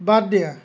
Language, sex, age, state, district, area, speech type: Assamese, male, 30-45, Assam, Kamrup Metropolitan, urban, read